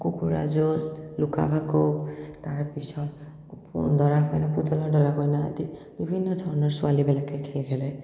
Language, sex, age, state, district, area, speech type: Assamese, male, 18-30, Assam, Morigaon, rural, spontaneous